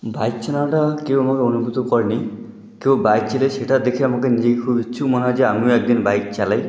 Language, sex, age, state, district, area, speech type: Bengali, male, 18-30, West Bengal, Jalpaiguri, rural, spontaneous